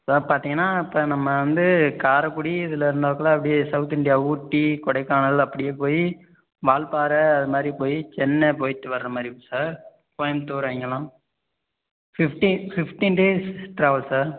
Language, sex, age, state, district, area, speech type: Tamil, male, 18-30, Tamil Nadu, Sivaganga, rural, conversation